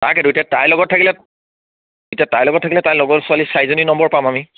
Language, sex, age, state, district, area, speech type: Assamese, male, 30-45, Assam, Lakhimpur, rural, conversation